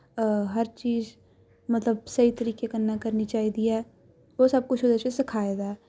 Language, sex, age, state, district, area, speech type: Dogri, female, 18-30, Jammu and Kashmir, Samba, urban, spontaneous